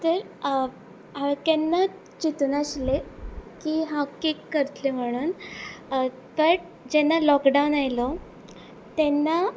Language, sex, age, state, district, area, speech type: Goan Konkani, female, 18-30, Goa, Ponda, rural, spontaneous